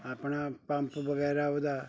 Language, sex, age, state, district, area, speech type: Punjabi, male, 60+, Punjab, Bathinda, rural, spontaneous